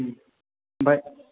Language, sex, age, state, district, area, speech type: Bodo, male, 18-30, Assam, Chirang, rural, conversation